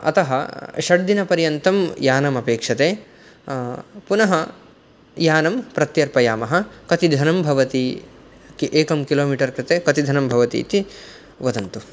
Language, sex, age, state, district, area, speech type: Sanskrit, male, 18-30, Karnataka, Uttara Kannada, rural, spontaneous